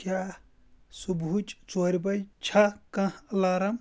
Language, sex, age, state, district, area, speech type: Kashmiri, male, 18-30, Jammu and Kashmir, Shopian, rural, read